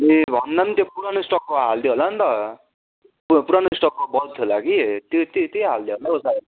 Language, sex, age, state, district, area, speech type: Nepali, male, 18-30, West Bengal, Darjeeling, rural, conversation